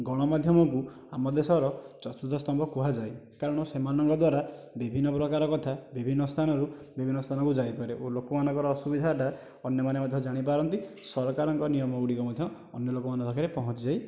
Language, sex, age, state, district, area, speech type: Odia, male, 18-30, Odisha, Nayagarh, rural, spontaneous